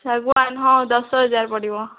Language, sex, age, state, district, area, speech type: Odia, female, 18-30, Odisha, Boudh, rural, conversation